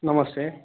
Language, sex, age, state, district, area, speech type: Telugu, male, 18-30, Telangana, Suryapet, urban, conversation